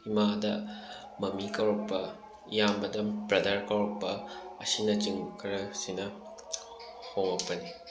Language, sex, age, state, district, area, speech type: Manipuri, male, 18-30, Manipur, Bishnupur, rural, spontaneous